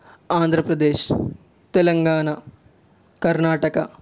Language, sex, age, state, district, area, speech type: Telugu, male, 18-30, Telangana, Medak, rural, spontaneous